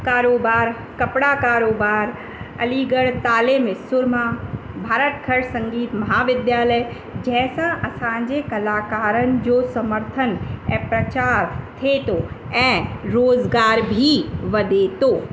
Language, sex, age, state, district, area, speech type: Sindhi, female, 30-45, Uttar Pradesh, Lucknow, urban, spontaneous